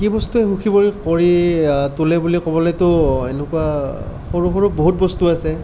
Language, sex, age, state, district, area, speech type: Assamese, male, 18-30, Assam, Nalbari, rural, spontaneous